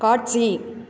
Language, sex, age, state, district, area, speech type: Tamil, female, 30-45, Tamil Nadu, Perambalur, rural, read